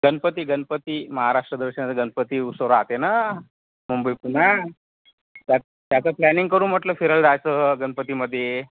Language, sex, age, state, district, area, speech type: Marathi, male, 60+, Maharashtra, Nagpur, rural, conversation